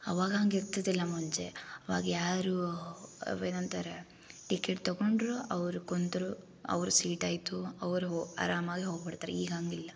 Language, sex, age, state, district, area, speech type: Kannada, female, 18-30, Karnataka, Gulbarga, urban, spontaneous